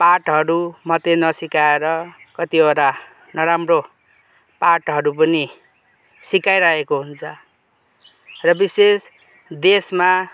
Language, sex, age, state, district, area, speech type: Nepali, male, 18-30, West Bengal, Kalimpong, rural, spontaneous